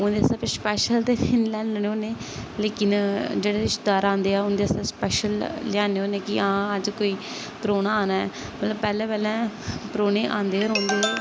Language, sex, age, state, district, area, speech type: Dogri, female, 18-30, Jammu and Kashmir, Samba, rural, spontaneous